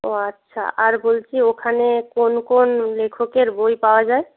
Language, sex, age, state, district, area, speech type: Bengali, female, 18-30, West Bengal, Purba Medinipur, rural, conversation